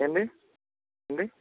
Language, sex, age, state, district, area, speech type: Telugu, male, 18-30, Andhra Pradesh, Chittoor, rural, conversation